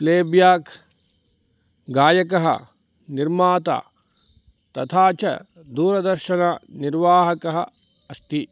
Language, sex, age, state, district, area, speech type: Sanskrit, male, 30-45, Karnataka, Dakshina Kannada, rural, read